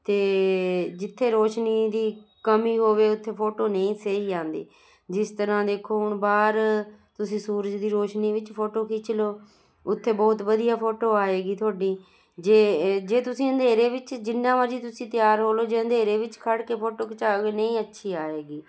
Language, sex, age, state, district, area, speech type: Punjabi, female, 45-60, Punjab, Jalandhar, urban, spontaneous